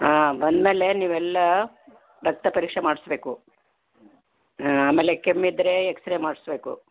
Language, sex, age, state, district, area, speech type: Kannada, female, 60+, Karnataka, Gulbarga, urban, conversation